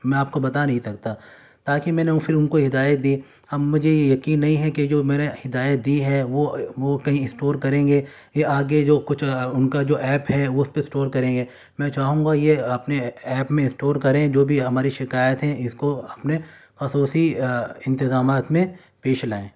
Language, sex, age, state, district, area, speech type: Urdu, male, 18-30, Delhi, Central Delhi, urban, spontaneous